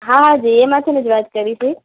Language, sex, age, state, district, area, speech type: Gujarati, female, 30-45, Gujarat, Kutch, rural, conversation